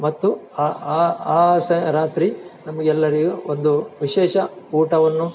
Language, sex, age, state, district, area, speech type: Kannada, male, 45-60, Karnataka, Dakshina Kannada, rural, spontaneous